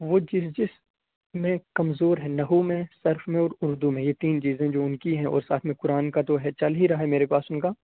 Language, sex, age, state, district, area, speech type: Urdu, male, 18-30, Bihar, Purnia, rural, conversation